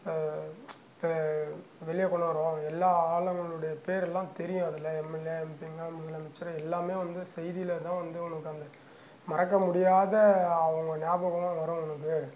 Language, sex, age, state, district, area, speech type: Tamil, male, 60+, Tamil Nadu, Dharmapuri, rural, spontaneous